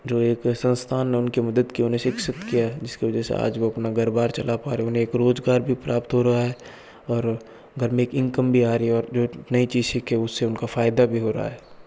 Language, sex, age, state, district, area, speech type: Hindi, male, 60+, Rajasthan, Jodhpur, urban, spontaneous